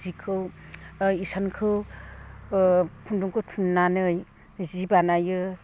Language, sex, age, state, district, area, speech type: Bodo, female, 45-60, Assam, Udalguri, rural, spontaneous